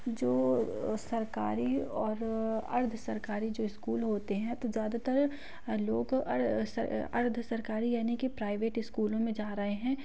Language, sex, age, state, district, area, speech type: Hindi, female, 18-30, Madhya Pradesh, Katni, urban, spontaneous